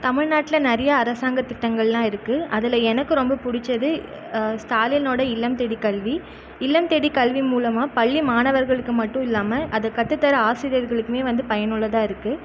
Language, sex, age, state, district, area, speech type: Tamil, female, 18-30, Tamil Nadu, Erode, rural, spontaneous